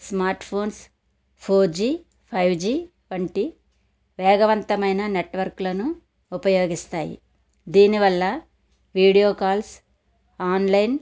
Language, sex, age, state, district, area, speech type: Telugu, female, 60+, Andhra Pradesh, Konaseema, rural, spontaneous